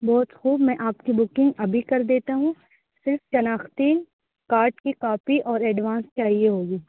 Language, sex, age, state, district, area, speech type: Urdu, female, 18-30, Uttar Pradesh, Balrampur, rural, conversation